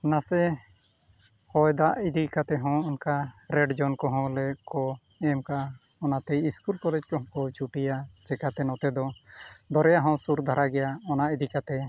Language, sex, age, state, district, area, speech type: Santali, male, 45-60, Odisha, Mayurbhanj, rural, spontaneous